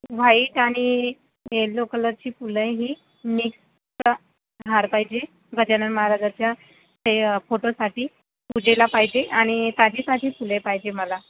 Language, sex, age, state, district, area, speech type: Marathi, female, 18-30, Maharashtra, Buldhana, rural, conversation